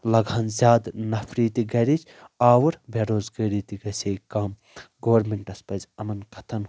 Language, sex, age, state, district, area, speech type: Kashmiri, male, 18-30, Jammu and Kashmir, Baramulla, rural, spontaneous